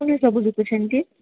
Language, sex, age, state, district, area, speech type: Odia, female, 18-30, Odisha, Koraput, urban, conversation